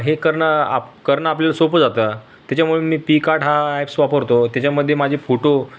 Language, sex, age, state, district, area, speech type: Marathi, male, 30-45, Maharashtra, Buldhana, urban, spontaneous